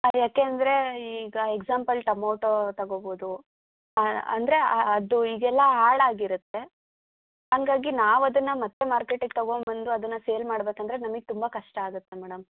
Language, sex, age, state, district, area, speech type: Kannada, female, 18-30, Karnataka, Chitradurga, rural, conversation